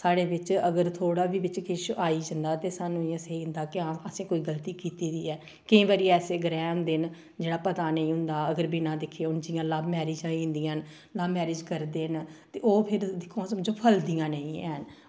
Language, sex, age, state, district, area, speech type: Dogri, female, 45-60, Jammu and Kashmir, Samba, rural, spontaneous